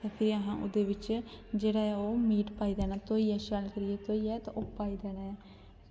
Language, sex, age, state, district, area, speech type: Dogri, female, 18-30, Jammu and Kashmir, Kathua, rural, spontaneous